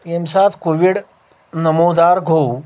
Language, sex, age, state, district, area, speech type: Kashmiri, male, 60+, Jammu and Kashmir, Anantnag, rural, spontaneous